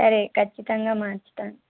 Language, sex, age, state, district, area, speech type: Telugu, female, 18-30, Telangana, Kamareddy, urban, conversation